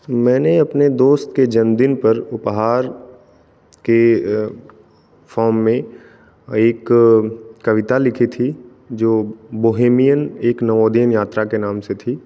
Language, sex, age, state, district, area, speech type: Hindi, male, 18-30, Delhi, New Delhi, urban, spontaneous